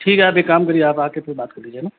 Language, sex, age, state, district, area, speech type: Hindi, male, 30-45, Rajasthan, Jodhpur, urban, conversation